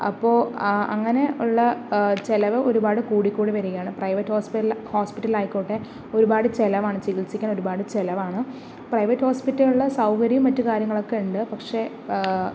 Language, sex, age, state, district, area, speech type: Malayalam, female, 45-60, Kerala, Palakkad, rural, spontaneous